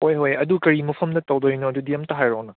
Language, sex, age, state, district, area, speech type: Manipuri, male, 18-30, Manipur, Churachandpur, urban, conversation